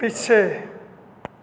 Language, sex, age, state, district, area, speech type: Punjabi, male, 45-60, Punjab, Fatehgarh Sahib, urban, read